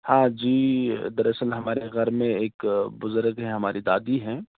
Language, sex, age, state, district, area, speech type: Urdu, male, 18-30, Jammu and Kashmir, Srinagar, rural, conversation